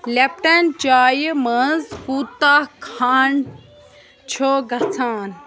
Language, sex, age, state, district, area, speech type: Kashmiri, female, 18-30, Jammu and Kashmir, Bandipora, rural, read